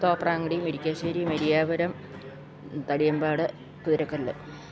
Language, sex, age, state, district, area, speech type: Malayalam, female, 60+, Kerala, Idukki, rural, spontaneous